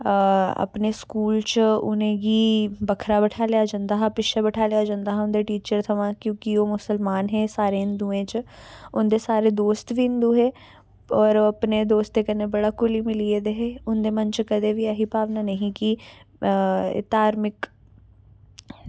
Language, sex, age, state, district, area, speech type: Dogri, female, 18-30, Jammu and Kashmir, Samba, urban, spontaneous